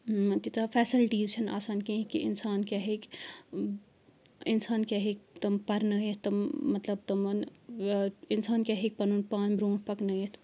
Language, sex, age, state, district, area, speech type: Kashmiri, female, 18-30, Jammu and Kashmir, Kupwara, rural, spontaneous